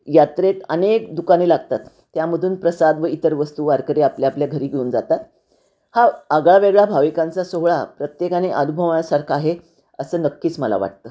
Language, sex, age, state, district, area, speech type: Marathi, female, 60+, Maharashtra, Nashik, urban, spontaneous